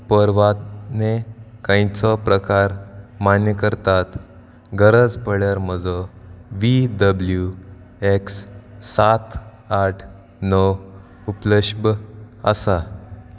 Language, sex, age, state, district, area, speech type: Goan Konkani, male, 18-30, Goa, Salcete, rural, read